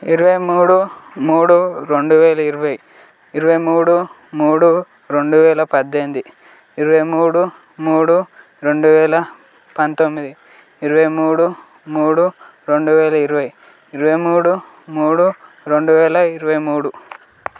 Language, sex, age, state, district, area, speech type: Telugu, male, 18-30, Telangana, Peddapalli, rural, spontaneous